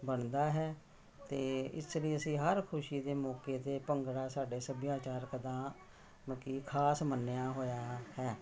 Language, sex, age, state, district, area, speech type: Punjabi, female, 45-60, Punjab, Jalandhar, urban, spontaneous